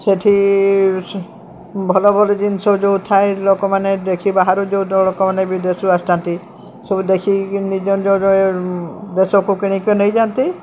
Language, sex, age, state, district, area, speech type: Odia, female, 60+, Odisha, Sundergarh, urban, spontaneous